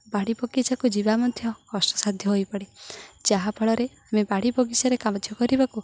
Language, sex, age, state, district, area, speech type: Odia, female, 18-30, Odisha, Jagatsinghpur, rural, spontaneous